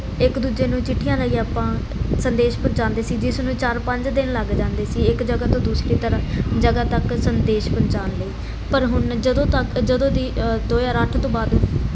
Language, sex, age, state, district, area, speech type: Punjabi, female, 18-30, Punjab, Mansa, urban, spontaneous